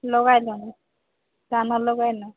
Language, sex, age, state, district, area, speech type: Odia, female, 30-45, Odisha, Nabarangpur, urban, conversation